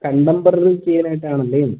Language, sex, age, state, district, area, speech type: Malayalam, male, 18-30, Kerala, Wayanad, rural, conversation